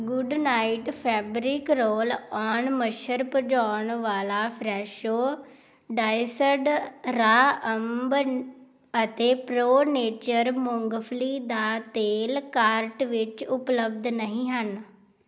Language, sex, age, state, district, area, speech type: Punjabi, female, 18-30, Punjab, Tarn Taran, rural, read